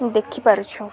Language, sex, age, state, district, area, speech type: Odia, female, 18-30, Odisha, Kendrapara, urban, spontaneous